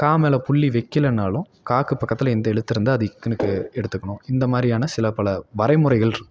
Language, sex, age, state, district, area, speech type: Tamil, male, 18-30, Tamil Nadu, Salem, rural, spontaneous